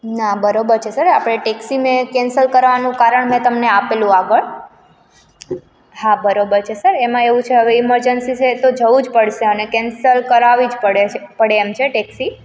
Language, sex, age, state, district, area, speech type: Gujarati, female, 18-30, Gujarat, Amreli, rural, spontaneous